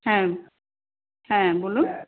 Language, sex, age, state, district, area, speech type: Bengali, female, 30-45, West Bengal, Darjeeling, urban, conversation